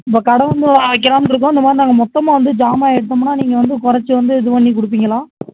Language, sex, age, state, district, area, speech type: Tamil, male, 18-30, Tamil Nadu, Virudhunagar, rural, conversation